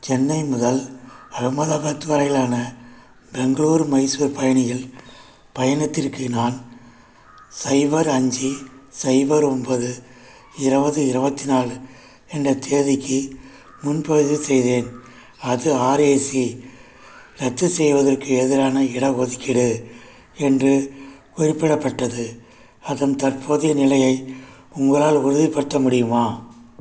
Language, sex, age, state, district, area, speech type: Tamil, male, 60+, Tamil Nadu, Viluppuram, urban, read